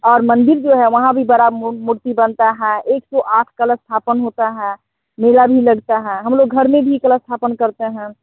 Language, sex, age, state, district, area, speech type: Hindi, female, 30-45, Bihar, Muzaffarpur, urban, conversation